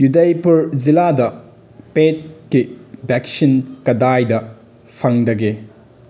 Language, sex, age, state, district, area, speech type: Manipuri, male, 18-30, Manipur, Bishnupur, rural, read